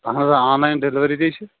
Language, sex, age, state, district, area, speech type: Kashmiri, male, 30-45, Jammu and Kashmir, Kulgam, rural, conversation